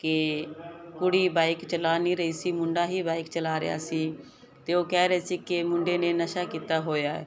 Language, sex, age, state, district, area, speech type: Punjabi, female, 30-45, Punjab, Fazilka, rural, spontaneous